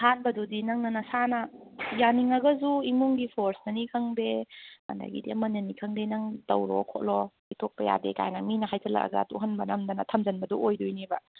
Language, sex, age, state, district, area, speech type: Manipuri, female, 30-45, Manipur, Kangpokpi, urban, conversation